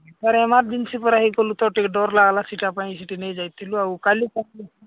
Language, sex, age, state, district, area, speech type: Odia, male, 45-60, Odisha, Nabarangpur, rural, conversation